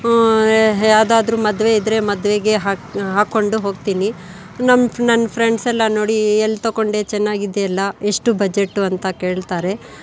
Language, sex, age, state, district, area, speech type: Kannada, female, 45-60, Karnataka, Bangalore Urban, rural, spontaneous